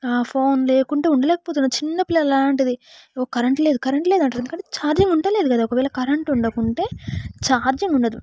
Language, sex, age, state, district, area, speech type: Telugu, female, 18-30, Telangana, Yadadri Bhuvanagiri, rural, spontaneous